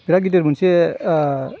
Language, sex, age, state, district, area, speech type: Bodo, male, 60+, Assam, Chirang, rural, spontaneous